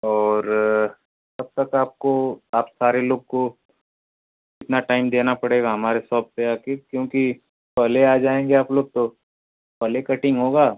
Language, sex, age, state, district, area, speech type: Hindi, male, 30-45, Uttar Pradesh, Ghazipur, urban, conversation